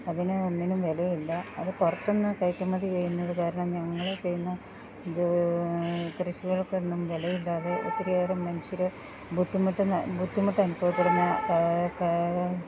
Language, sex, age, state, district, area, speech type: Malayalam, female, 60+, Kerala, Idukki, rural, spontaneous